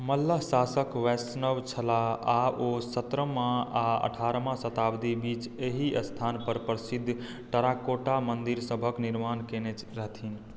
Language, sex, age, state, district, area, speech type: Maithili, male, 18-30, Bihar, Madhubani, rural, read